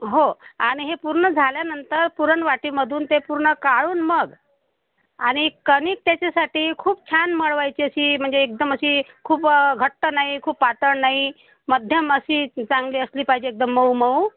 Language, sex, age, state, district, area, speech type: Marathi, female, 45-60, Maharashtra, Yavatmal, rural, conversation